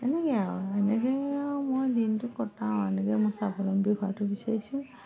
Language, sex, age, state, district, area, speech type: Assamese, female, 45-60, Assam, Majuli, urban, spontaneous